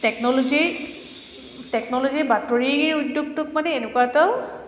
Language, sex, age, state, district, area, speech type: Assamese, female, 30-45, Assam, Kamrup Metropolitan, urban, spontaneous